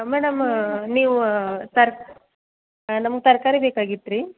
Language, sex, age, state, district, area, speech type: Kannada, female, 30-45, Karnataka, Belgaum, rural, conversation